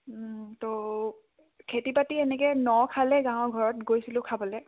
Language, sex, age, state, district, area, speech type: Assamese, female, 18-30, Assam, Charaideo, urban, conversation